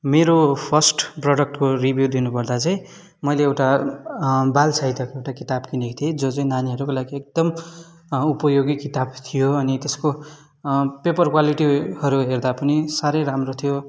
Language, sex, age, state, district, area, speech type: Nepali, male, 18-30, West Bengal, Darjeeling, rural, spontaneous